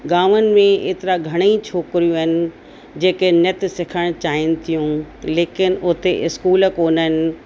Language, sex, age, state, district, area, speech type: Sindhi, female, 45-60, Uttar Pradesh, Lucknow, rural, spontaneous